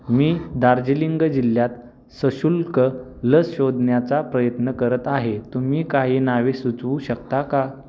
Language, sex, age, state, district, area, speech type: Marathi, male, 18-30, Maharashtra, Pune, urban, read